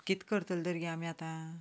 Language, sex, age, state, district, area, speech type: Goan Konkani, female, 45-60, Goa, Canacona, rural, spontaneous